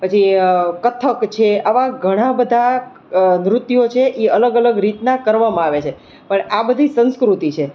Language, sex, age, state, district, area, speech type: Gujarati, female, 30-45, Gujarat, Rajkot, urban, spontaneous